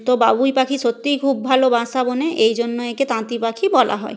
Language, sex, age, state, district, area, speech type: Bengali, female, 30-45, West Bengal, Nadia, rural, spontaneous